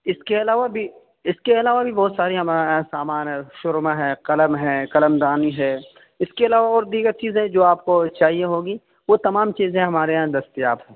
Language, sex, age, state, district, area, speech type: Urdu, male, 18-30, Uttar Pradesh, Saharanpur, urban, conversation